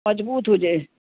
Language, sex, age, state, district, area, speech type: Sindhi, female, 60+, Uttar Pradesh, Lucknow, rural, conversation